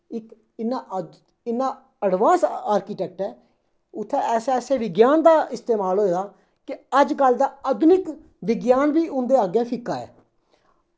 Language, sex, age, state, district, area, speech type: Dogri, male, 30-45, Jammu and Kashmir, Kathua, rural, spontaneous